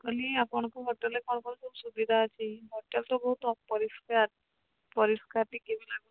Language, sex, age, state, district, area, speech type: Odia, female, 60+, Odisha, Angul, rural, conversation